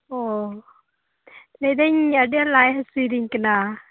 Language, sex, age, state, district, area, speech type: Santali, female, 18-30, West Bengal, Birbhum, rural, conversation